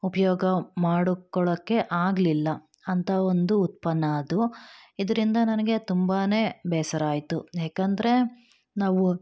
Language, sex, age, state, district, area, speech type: Kannada, female, 18-30, Karnataka, Chikkaballapur, rural, spontaneous